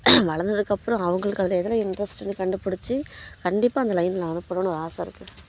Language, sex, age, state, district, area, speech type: Tamil, female, 18-30, Tamil Nadu, Kallakurichi, urban, spontaneous